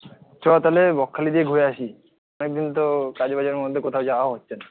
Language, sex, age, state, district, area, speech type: Bengali, male, 30-45, West Bengal, Kolkata, urban, conversation